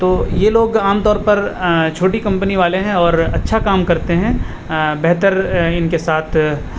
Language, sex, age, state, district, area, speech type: Urdu, male, 30-45, Uttar Pradesh, Aligarh, urban, spontaneous